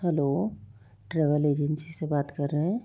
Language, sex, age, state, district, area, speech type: Hindi, female, 45-60, Rajasthan, Jaipur, urban, spontaneous